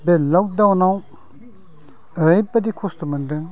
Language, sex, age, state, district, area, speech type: Bodo, male, 45-60, Assam, Udalguri, rural, spontaneous